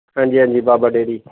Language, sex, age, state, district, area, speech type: Punjabi, male, 45-60, Punjab, Pathankot, rural, conversation